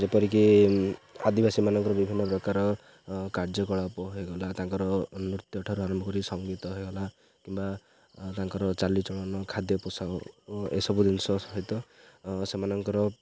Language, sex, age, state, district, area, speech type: Odia, male, 30-45, Odisha, Ganjam, urban, spontaneous